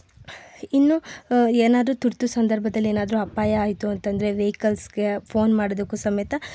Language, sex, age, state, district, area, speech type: Kannada, female, 30-45, Karnataka, Tumkur, rural, spontaneous